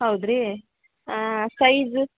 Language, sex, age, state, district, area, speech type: Kannada, female, 18-30, Karnataka, Gadag, urban, conversation